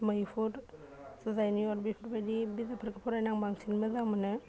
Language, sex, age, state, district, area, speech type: Bodo, female, 18-30, Assam, Udalguri, urban, spontaneous